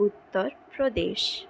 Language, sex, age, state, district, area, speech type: Bengali, female, 30-45, West Bengal, Purulia, rural, spontaneous